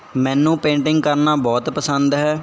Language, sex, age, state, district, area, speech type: Punjabi, male, 18-30, Punjab, Barnala, rural, spontaneous